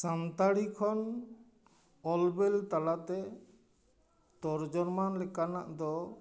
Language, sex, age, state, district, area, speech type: Santali, male, 60+, West Bengal, Paschim Bardhaman, urban, spontaneous